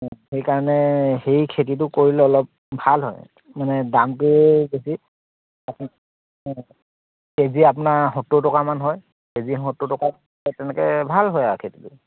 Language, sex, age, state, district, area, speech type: Assamese, male, 30-45, Assam, Charaideo, rural, conversation